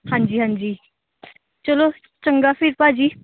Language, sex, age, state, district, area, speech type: Punjabi, female, 18-30, Punjab, Gurdaspur, rural, conversation